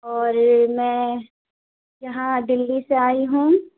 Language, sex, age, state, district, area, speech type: Urdu, female, 45-60, Bihar, Khagaria, rural, conversation